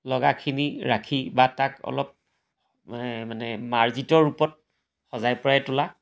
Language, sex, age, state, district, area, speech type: Assamese, male, 60+, Assam, Majuli, urban, spontaneous